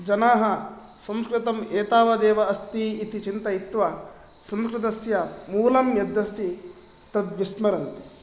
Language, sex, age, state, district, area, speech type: Sanskrit, male, 18-30, Karnataka, Dakshina Kannada, rural, spontaneous